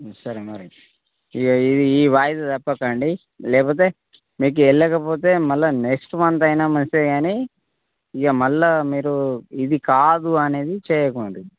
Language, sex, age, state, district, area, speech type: Telugu, male, 45-60, Telangana, Mancherial, rural, conversation